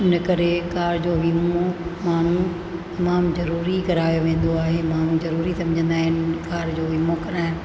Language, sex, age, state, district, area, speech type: Sindhi, female, 60+, Rajasthan, Ajmer, urban, spontaneous